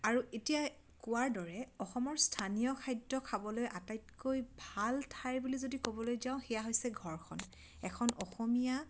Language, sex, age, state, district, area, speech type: Assamese, female, 30-45, Assam, Majuli, urban, spontaneous